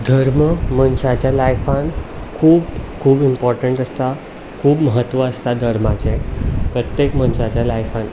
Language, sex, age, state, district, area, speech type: Goan Konkani, male, 18-30, Goa, Ponda, urban, spontaneous